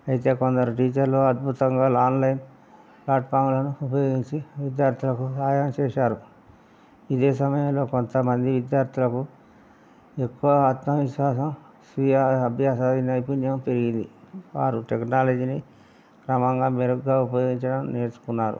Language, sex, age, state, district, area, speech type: Telugu, male, 60+, Telangana, Hanamkonda, rural, spontaneous